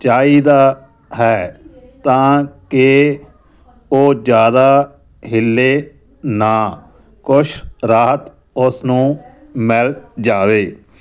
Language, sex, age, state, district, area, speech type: Punjabi, male, 45-60, Punjab, Moga, rural, spontaneous